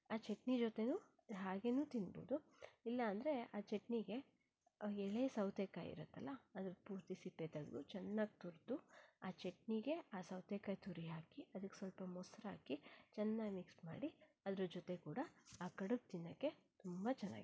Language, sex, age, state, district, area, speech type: Kannada, female, 30-45, Karnataka, Shimoga, rural, spontaneous